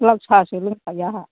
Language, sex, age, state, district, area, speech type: Bodo, female, 60+, Assam, Kokrajhar, rural, conversation